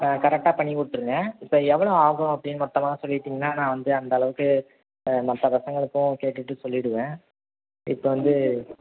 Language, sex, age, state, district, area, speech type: Tamil, male, 30-45, Tamil Nadu, Thanjavur, urban, conversation